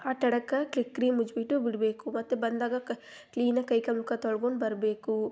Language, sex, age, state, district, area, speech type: Kannada, female, 18-30, Karnataka, Kolar, rural, spontaneous